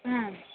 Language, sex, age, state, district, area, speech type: Kannada, female, 30-45, Karnataka, Chamarajanagar, rural, conversation